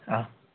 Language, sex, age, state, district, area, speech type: Telugu, male, 18-30, Telangana, Nagarkurnool, urban, conversation